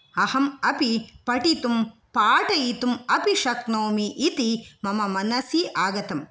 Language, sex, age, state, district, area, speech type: Sanskrit, female, 45-60, Kerala, Kasaragod, rural, spontaneous